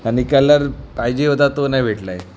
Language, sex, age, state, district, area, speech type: Marathi, male, 18-30, Maharashtra, Mumbai City, urban, spontaneous